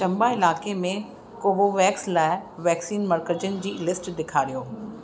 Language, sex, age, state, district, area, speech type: Sindhi, female, 30-45, Uttar Pradesh, Lucknow, urban, read